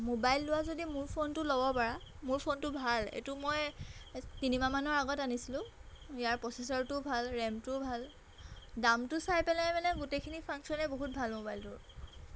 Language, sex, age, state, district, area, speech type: Assamese, female, 18-30, Assam, Golaghat, urban, spontaneous